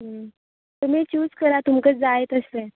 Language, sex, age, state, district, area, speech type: Goan Konkani, female, 30-45, Goa, Quepem, rural, conversation